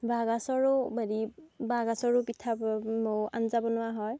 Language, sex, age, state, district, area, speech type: Assamese, female, 30-45, Assam, Darrang, rural, spontaneous